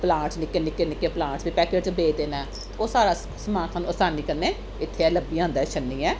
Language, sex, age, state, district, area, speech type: Dogri, female, 30-45, Jammu and Kashmir, Jammu, urban, spontaneous